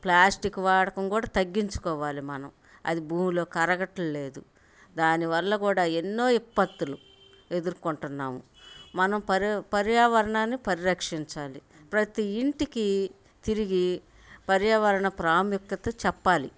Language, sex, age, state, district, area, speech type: Telugu, female, 45-60, Andhra Pradesh, Bapatla, urban, spontaneous